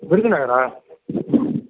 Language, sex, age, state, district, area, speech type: Tamil, male, 60+, Tamil Nadu, Virudhunagar, rural, conversation